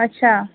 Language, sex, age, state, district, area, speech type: Urdu, female, 30-45, Uttar Pradesh, Rampur, urban, conversation